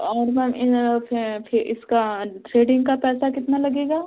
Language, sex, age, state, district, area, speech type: Hindi, female, 18-30, Uttar Pradesh, Azamgarh, rural, conversation